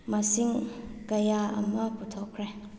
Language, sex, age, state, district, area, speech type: Manipuri, female, 18-30, Manipur, Kakching, rural, read